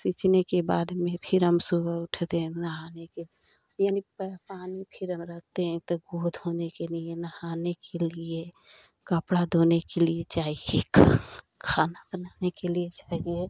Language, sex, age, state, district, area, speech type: Hindi, female, 30-45, Uttar Pradesh, Ghazipur, rural, spontaneous